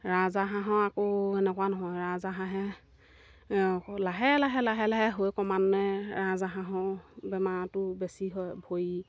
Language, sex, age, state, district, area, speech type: Assamese, female, 30-45, Assam, Golaghat, rural, spontaneous